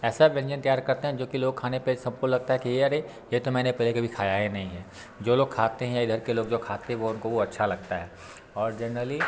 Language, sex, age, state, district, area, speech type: Hindi, male, 30-45, Bihar, Darbhanga, rural, spontaneous